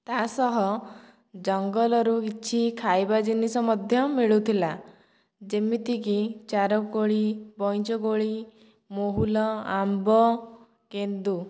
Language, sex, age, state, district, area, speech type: Odia, female, 18-30, Odisha, Dhenkanal, rural, spontaneous